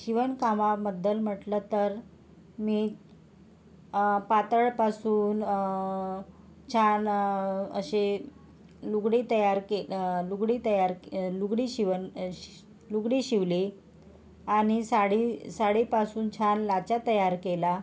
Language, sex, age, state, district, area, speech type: Marathi, female, 45-60, Maharashtra, Yavatmal, urban, spontaneous